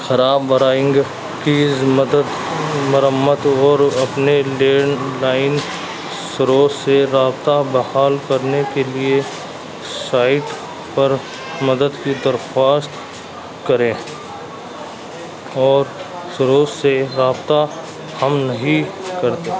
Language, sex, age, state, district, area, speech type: Urdu, male, 45-60, Uttar Pradesh, Muzaffarnagar, urban, spontaneous